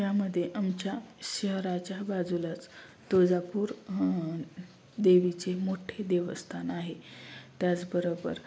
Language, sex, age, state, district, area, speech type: Marathi, female, 30-45, Maharashtra, Osmanabad, rural, spontaneous